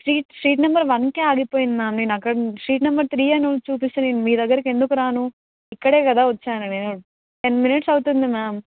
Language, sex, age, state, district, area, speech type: Telugu, female, 18-30, Telangana, Karimnagar, urban, conversation